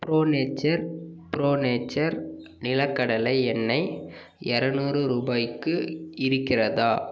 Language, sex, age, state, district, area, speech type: Tamil, male, 18-30, Tamil Nadu, Dharmapuri, urban, read